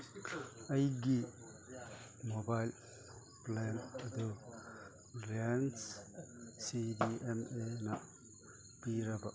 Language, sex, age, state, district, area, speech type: Manipuri, male, 60+, Manipur, Chandel, rural, read